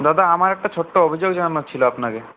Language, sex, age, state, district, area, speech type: Bengali, male, 30-45, West Bengal, Purulia, urban, conversation